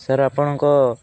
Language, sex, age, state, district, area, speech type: Odia, male, 18-30, Odisha, Rayagada, rural, spontaneous